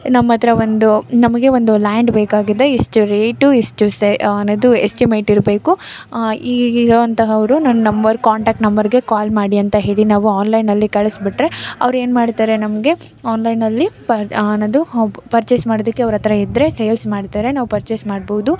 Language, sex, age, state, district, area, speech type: Kannada, female, 18-30, Karnataka, Mysore, rural, spontaneous